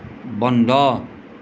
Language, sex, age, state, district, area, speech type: Assamese, male, 60+, Assam, Nalbari, rural, read